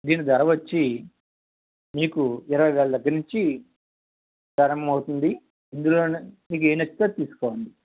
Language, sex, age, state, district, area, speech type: Telugu, male, 30-45, Andhra Pradesh, East Godavari, rural, conversation